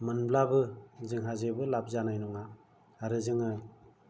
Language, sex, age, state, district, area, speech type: Bodo, male, 45-60, Assam, Kokrajhar, rural, spontaneous